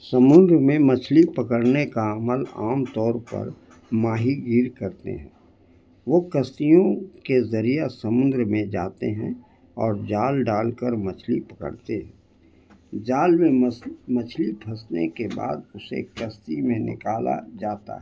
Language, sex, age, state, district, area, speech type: Urdu, male, 60+, Bihar, Gaya, urban, spontaneous